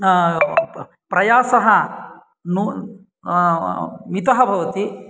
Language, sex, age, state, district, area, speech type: Sanskrit, male, 45-60, Karnataka, Uttara Kannada, rural, spontaneous